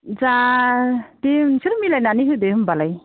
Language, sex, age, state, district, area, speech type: Bodo, female, 60+, Assam, Udalguri, rural, conversation